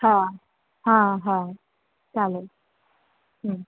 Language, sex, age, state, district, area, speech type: Gujarati, female, 18-30, Gujarat, Valsad, rural, conversation